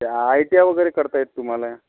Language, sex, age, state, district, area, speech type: Marathi, male, 60+, Maharashtra, Amravati, rural, conversation